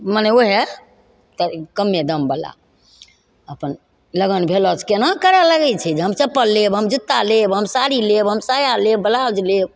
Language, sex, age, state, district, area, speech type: Maithili, female, 60+, Bihar, Begusarai, rural, spontaneous